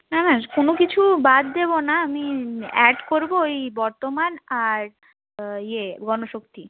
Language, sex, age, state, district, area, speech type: Bengali, female, 30-45, West Bengal, Bankura, urban, conversation